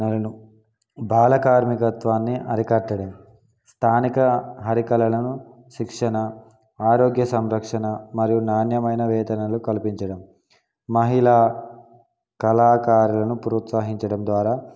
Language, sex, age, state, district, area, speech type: Telugu, male, 18-30, Telangana, Peddapalli, urban, spontaneous